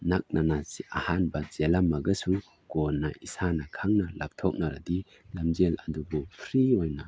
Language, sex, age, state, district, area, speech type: Manipuri, male, 30-45, Manipur, Tengnoupal, rural, spontaneous